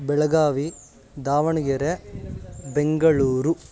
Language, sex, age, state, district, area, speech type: Sanskrit, male, 18-30, Karnataka, Haveri, urban, spontaneous